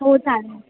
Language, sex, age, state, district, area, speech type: Marathi, female, 18-30, Maharashtra, Mumbai Suburban, urban, conversation